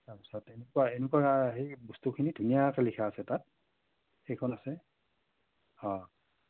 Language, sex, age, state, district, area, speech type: Assamese, female, 60+, Assam, Morigaon, urban, conversation